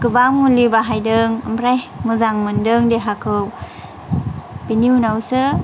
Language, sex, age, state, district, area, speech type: Bodo, female, 30-45, Assam, Chirang, rural, spontaneous